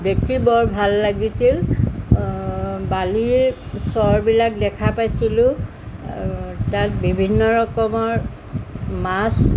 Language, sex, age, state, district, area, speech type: Assamese, female, 60+, Assam, Jorhat, urban, spontaneous